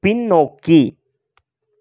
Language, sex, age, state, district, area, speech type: Tamil, male, 30-45, Tamil Nadu, Krishnagiri, rural, read